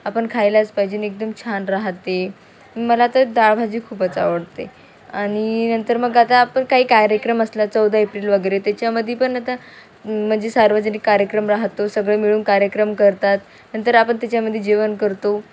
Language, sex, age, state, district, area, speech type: Marathi, female, 18-30, Maharashtra, Wardha, rural, spontaneous